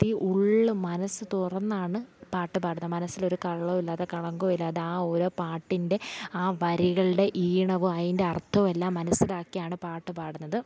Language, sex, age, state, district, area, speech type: Malayalam, female, 18-30, Kerala, Alappuzha, rural, spontaneous